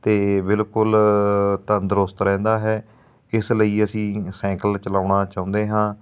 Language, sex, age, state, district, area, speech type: Punjabi, male, 30-45, Punjab, Fatehgarh Sahib, urban, spontaneous